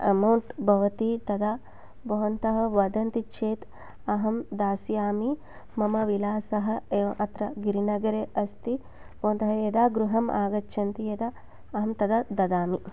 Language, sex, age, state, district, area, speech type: Sanskrit, female, 30-45, Telangana, Hyderabad, rural, spontaneous